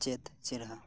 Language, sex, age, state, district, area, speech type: Santali, male, 18-30, West Bengal, Birbhum, rural, read